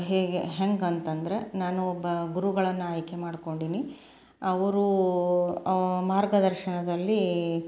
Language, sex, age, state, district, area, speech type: Kannada, female, 45-60, Karnataka, Koppal, rural, spontaneous